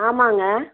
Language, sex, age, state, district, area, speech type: Tamil, female, 60+, Tamil Nadu, Coimbatore, rural, conversation